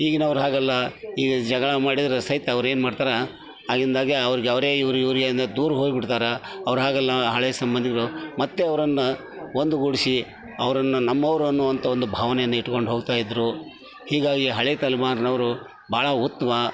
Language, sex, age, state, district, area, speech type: Kannada, male, 60+, Karnataka, Koppal, rural, spontaneous